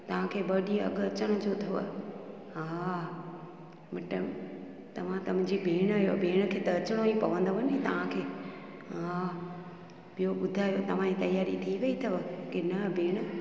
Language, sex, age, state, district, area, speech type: Sindhi, female, 45-60, Gujarat, Junagadh, urban, spontaneous